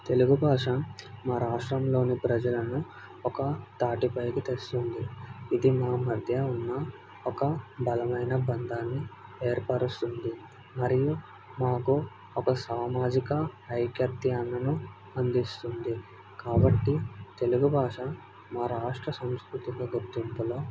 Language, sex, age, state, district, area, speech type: Telugu, male, 18-30, Andhra Pradesh, Kadapa, rural, spontaneous